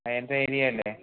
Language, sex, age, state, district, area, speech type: Malayalam, male, 30-45, Kerala, Palakkad, rural, conversation